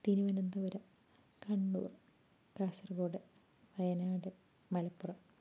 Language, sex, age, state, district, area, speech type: Malayalam, female, 18-30, Kerala, Wayanad, rural, spontaneous